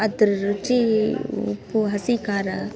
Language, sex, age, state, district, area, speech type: Kannada, female, 18-30, Karnataka, Dharwad, rural, spontaneous